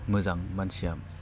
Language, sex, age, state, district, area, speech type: Bodo, male, 18-30, Assam, Baksa, rural, spontaneous